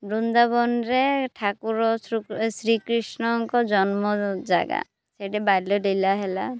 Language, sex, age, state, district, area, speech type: Odia, female, 30-45, Odisha, Malkangiri, urban, spontaneous